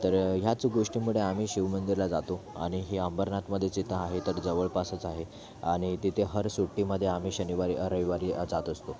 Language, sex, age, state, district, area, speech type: Marathi, male, 18-30, Maharashtra, Thane, rural, spontaneous